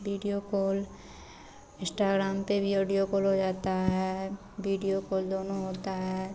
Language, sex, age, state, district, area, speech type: Hindi, female, 18-30, Bihar, Madhepura, rural, spontaneous